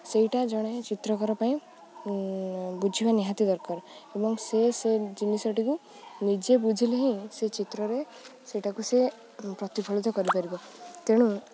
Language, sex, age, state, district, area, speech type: Odia, female, 18-30, Odisha, Jagatsinghpur, rural, spontaneous